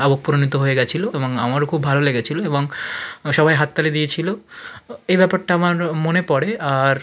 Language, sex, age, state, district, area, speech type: Bengali, male, 30-45, West Bengal, South 24 Parganas, rural, spontaneous